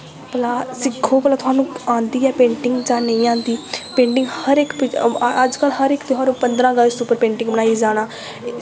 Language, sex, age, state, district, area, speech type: Dogri, female, 18-30, Jammu and Kashmir, Samba, rural, spontaneous